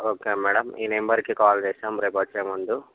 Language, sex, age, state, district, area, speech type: Telugu, male, 45-60, Andhra Pradesh, Visakhapatnam, urban, conversation